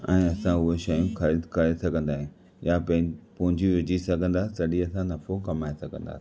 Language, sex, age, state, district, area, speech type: Sindhi, male, 30-45, Maharashtra, Thane, urban, spontaneous